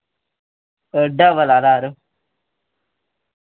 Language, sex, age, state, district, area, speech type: Dogri, male, 18-30, Jammu and Kashmir, Reasi, rural, conversation